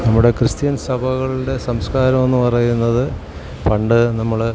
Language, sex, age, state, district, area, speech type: Malayalam, male, 60+, Kerala, Alappuzha, rural, spontaneous